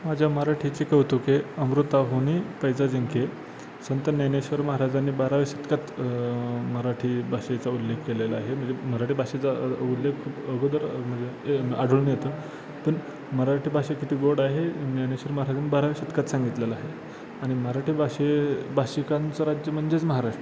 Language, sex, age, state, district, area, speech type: Marathi, male, 18-30, Maharashtra, Satara, rural, spontaneous